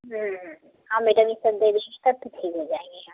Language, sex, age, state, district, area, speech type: Hindi, female, 45-60, Uttar Pradesh, Prayagraj, rural, conversation